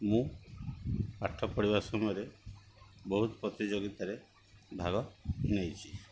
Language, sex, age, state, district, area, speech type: Odia, male, 60+, Odisha, Sundergarh, urban, spontaneous